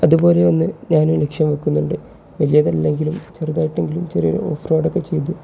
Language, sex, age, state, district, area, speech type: Malayalam, male, 18-30, Kerala, Kozhikode, rural, spontaneous